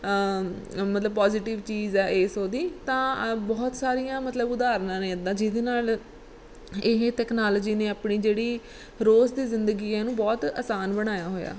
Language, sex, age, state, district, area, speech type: Punjabi, female, 30-45, Punjab, Mansa, urban, spontaneous